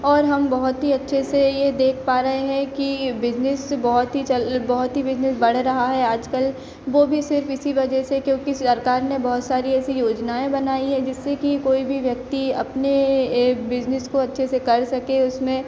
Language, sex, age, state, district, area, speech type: Hindi, female, 18-30, Madhya Pradesh, Hoshangabad, rural, spontaneous